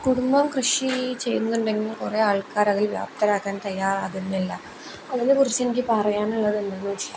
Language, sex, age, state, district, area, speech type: Malayalam, female, 18-30, Kerala, Kozhikode, rural, spontaneous